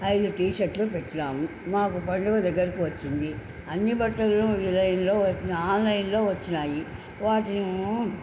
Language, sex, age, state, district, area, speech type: Telugu, female, 60+, Andhra Pradesh, Nellore, urban, spontaneous